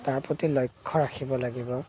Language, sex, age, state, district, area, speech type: Assamese, male, 30-45, Assam, Biswanath, rural, spontaneous